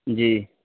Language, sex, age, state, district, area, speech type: Urdu, male, 18-30, Uttar Pradesh, Saharanpur, urban, conversation